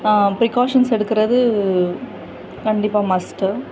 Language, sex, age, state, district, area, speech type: Tamil, female, 30-45, Tamil Nadu, Kanchipuram, urban, spontaneous